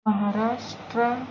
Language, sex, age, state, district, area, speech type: Urdu, female, 30-45, Uttar Pradesh, Gautam Buddha Nagar, urban, spontaneous